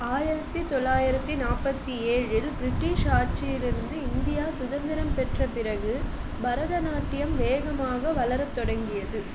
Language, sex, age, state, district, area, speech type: Tamil, female, 18-30, Tamil Nadu, Chengalpattu, urban, read